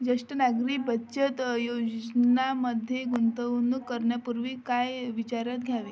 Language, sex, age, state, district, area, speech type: Marathi, female, 45-60, Maharashtra, Amravati, rural, read